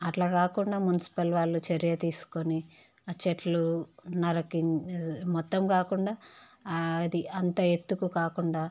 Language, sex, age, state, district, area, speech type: Telugu, female, 30-45, Andhra Pradesh, Visakhapatnam, urban, spontaneous